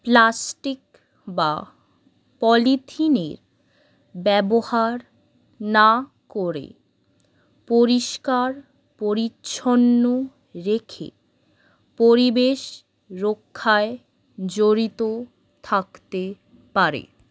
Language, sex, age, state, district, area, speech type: Bengali, female, 18-30, West Bengal, Howrah, urban, spontaneous